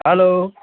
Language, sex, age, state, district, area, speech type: Nepali, male, 30-45, West Bengal, Alipurduar, urban, conversation